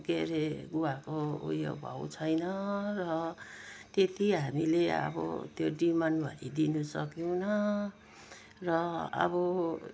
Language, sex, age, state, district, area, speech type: Nepali, female, 60+, West Bengal, Jalpaiguri, urban, spontaneous